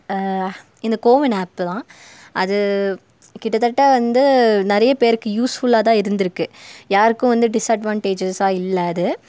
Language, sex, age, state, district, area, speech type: Tamil, female, 18-30, Tamil Nadu, Nilgiris, urban, spontaneous